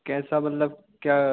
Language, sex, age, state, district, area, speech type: Hindi, male, 18-30, Madhya Pradesh, Hoshangabad, urban, conversation